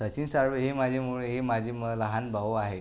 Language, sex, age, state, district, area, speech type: Marathi, male, 30-45, Maharashtra, Buldhana, urban, spontaneous